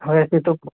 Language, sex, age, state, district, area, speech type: Hindi, male, 18-30, Rajasthan, Jodhpur, rural, conversation